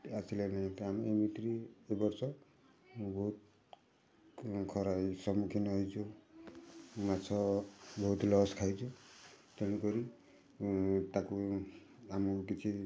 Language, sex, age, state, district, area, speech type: Odia, male, 30-45, Odisha, Kendujhar, urban, spontaneous